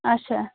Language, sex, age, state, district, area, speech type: Kashmiri, female, 30-45, Jammu and Kashmir, Pulwama, urban, conversation